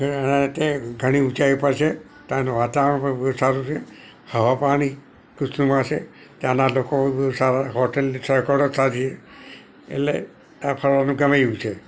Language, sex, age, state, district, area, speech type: Gujarati, male, 60+, Gujarat, Narmada, urban, spontaneous